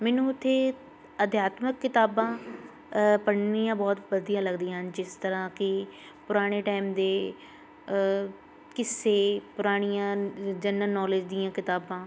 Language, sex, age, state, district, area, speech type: Punjabi, female, 30-45, Punjab, Shaheed Bhagat Singh Nagar, urban, spontaneous